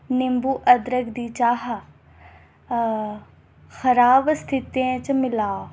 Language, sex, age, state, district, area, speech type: Dogri, female, 18-30, Jammu and Kashmir, Reasi, rural, read